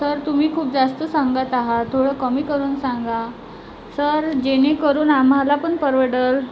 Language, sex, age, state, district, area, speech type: Marathi, female, 30-45, Maharashtra, Nagpur, urban, spontaneous